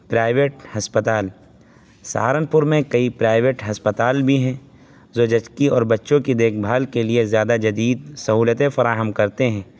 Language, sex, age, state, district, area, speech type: Urdu, male, 18-30, Uttar Pradesh, Saharanpur, urban, spontaneous